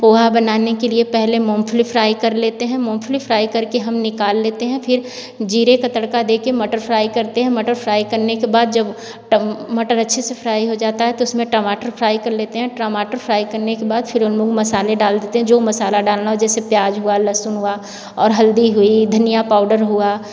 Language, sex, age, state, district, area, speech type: Hindi, female, 45-60, Uttar Pradesh, Varanasi, rural, spontaneous